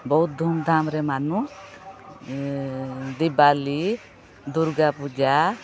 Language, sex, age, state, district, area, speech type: Odia, female, 45-60, Odisha, Sundergarh, rural, spontaneous